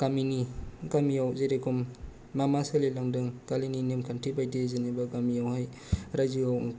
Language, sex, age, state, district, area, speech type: Bodo, male, 30-45, Assam, Kokrajhar, rural, spontaneous